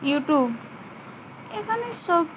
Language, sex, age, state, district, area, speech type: Bengali, female, 18-30, West Bengal, Uttar Dinajpur, urban, spontaneous